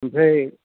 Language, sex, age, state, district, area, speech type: Bodo, male, 30-45, Assam, Chirang, rural, conversation